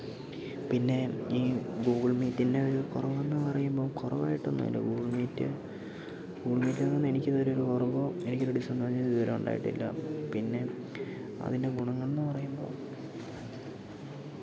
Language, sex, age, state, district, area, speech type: Malayalam, male, 18-30, Kerala, Idukki, rural, spontaneous